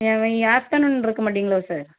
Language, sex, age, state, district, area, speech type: Tamil, female, 30-45, Tamil Nadu, Thoothukudi, rural, conversation